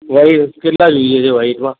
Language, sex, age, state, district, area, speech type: Gujarati, male, 60+, Gujarat, Aravalli, urban, conversation